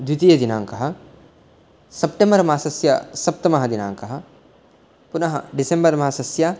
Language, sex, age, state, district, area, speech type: Sanskrit, male, 18-30, Karnataka, Uttara Kannada, rural, spontaneous